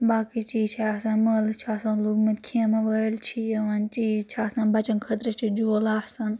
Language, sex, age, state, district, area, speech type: Kashmiri, female, 18-30, Jammu and Kashmir, Anantnag, rural, spontaneous